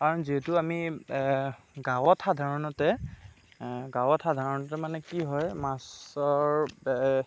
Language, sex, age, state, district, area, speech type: Assamese, male, 45-60, Assam, Darrang, rural, spontaneous